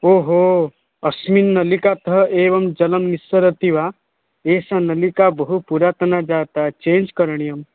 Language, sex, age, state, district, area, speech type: Sanskrit, male, 18-30, Odisha, Puri, rural, conversation